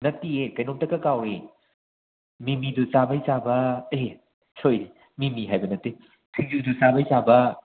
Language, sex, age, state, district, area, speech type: Manipuri, male, 45-60, Manipur, Imphal West, urban, conversation